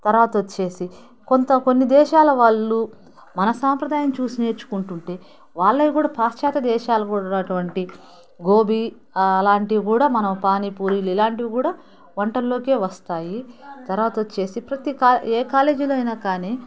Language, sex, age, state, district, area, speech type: Telugu, female, 30-45, Andhra Pradesh, Nellore, urban, spontaneous